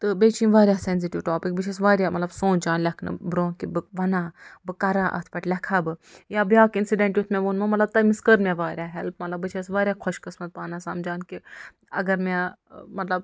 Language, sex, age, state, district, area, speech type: Kashmiri, female, 45-60, Jammu and Kashmir, Budgam, rural, spontaneous